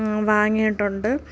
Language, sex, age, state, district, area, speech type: Malayalam, female, 30-45, Kerala, Thiruvananthapuram, rural, spontaneous